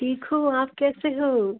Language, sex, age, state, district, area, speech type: Hindi, female, 60+, Madhya Pradesh, Bhopal, urban, conversation